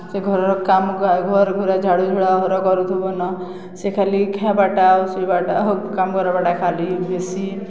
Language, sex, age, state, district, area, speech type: Odia, female, 60+, Odisha, Balangir, urban, spontaneous